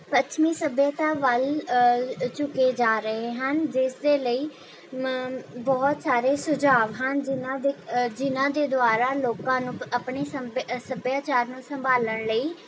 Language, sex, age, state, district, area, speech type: Punjabi, female, 18-30, Punjab, Rupnagar, urban, spontaneous